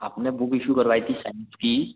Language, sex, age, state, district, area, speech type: Hindi, male, 18-30, Madhya Pradesh, Betul, urban, conversation